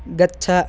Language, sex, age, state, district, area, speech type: Sanskrit, male, 18-30, Karnataka, Tumkur, urban, read